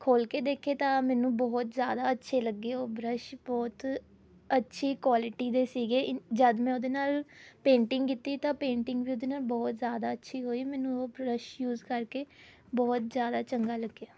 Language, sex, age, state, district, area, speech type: Punjabi, female, 18-30, Punjab, Rupnagar, urban, spontaneous